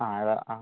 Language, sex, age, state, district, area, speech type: Malayalam, male, 18-30, Kerala, Wayanad, rural, conversation